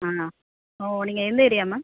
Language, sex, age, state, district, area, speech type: Tamil, female, 30-45, Tamil Nadu, Pudukkottai, urban, conversation